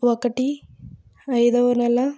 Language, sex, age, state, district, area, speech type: Telugu, female, 60+, Andhra Pradesh, Vizianagaram, rural, spontaneous